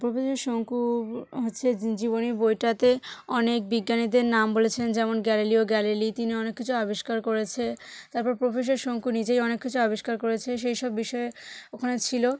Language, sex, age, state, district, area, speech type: Bengali, female, 18-30, West Bengal, South 24 Parganas, rural, spontaneous